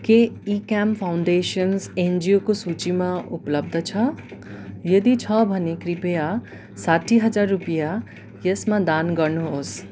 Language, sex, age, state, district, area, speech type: Nepali, male, 18-30, West Bengal, Darjeeling, rural, read